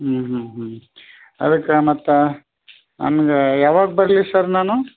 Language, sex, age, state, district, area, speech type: Kannada, male, 60+, Karnataka, Bidar, urban, conversation